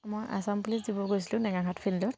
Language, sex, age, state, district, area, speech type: Assamese, female, 18-30, Assam, Dibrugarh, rural, spontaneous